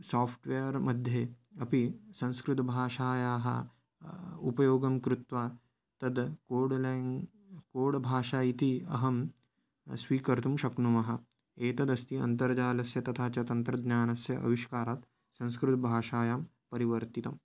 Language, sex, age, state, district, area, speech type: Sanskrit, male, 18-30, Maharashtra, Chandrapur, rural, spontaneous